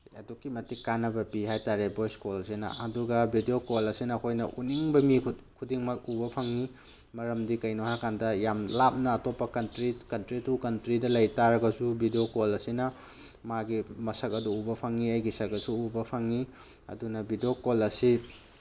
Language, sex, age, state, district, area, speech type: Manipuri, male, 30-45, Manipur, Tengnoupal, rural, spontaneous